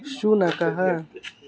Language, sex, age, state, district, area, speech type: Sanskrit, male, 18-30, Odisha, Mayurbhanj, rural, read